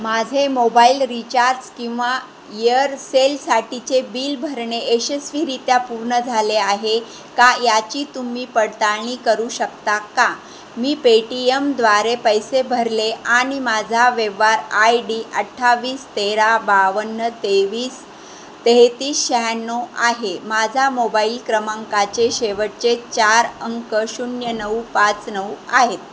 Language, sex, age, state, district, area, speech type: Marathi, female, 45-60, Maharashtra, Jalna, rural, read